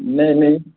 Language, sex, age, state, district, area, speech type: Hindi, male, 18-30, Rajasthan, Jodhpur, urban, conversation